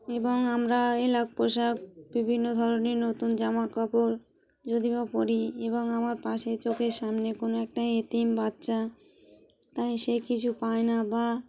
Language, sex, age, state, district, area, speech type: Bengali, female, 30-45, West Bengal, Dakshin Dinajpur, urban, spontaneous